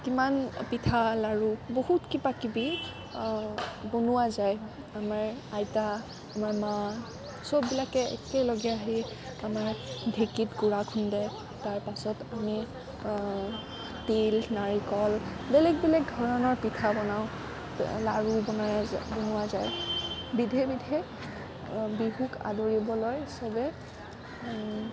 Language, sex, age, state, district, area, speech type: Assamese, female, 18-30, Assam, Kamrup Metropolitan, urban, spontaneous